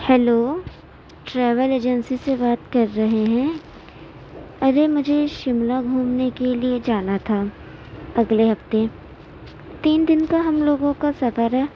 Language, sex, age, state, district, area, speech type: Urdu, female, 18-30, Uttar Pradesh, Gautam Buddha Nagar, rural, spontaneous